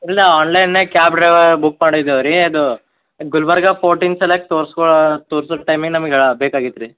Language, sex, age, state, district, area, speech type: Kannada, male, 18-30, Karnataka, Gulbarga, urban, conversation